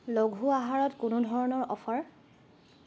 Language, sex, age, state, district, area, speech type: Assamese, female, 18-30, Assam, Charaideo, urban, read